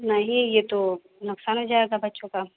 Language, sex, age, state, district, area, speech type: Urdu, female, 30-45, Uttar Pradesh, Mau, urban, conversation